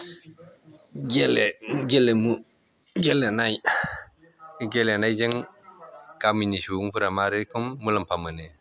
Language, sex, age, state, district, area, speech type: Bodo, male, 60+, Assam, Chirang, urban, spontaneous